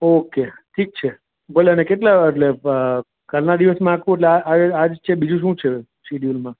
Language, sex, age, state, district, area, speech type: Gujarati, male, 45-60, Gujarat, Rajkot, urban, conversation